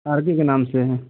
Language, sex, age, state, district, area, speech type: Hindi, male, 60+, Uttar Pradesh, Ayodhya, rural, conversation